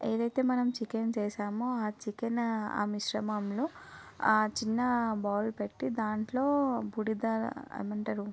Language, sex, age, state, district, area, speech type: Telugu, female, 18-30, Telangana, Vikarabad, urban, spontaneous